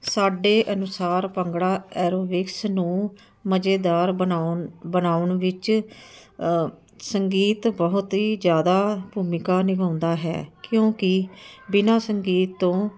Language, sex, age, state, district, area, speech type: Punjabi, female, 45-60, Punjab, Ludhiana, urban, spontaneous